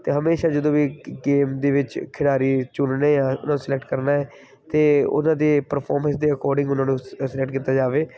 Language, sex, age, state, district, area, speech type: Punjabi, male, 30-45, Punjab, Kapurthala, urban, spontaneous